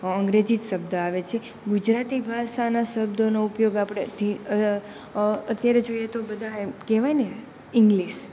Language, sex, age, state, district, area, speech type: Gujarati, female, 18-30, Gujarat, Rajkot, rural, spontaneous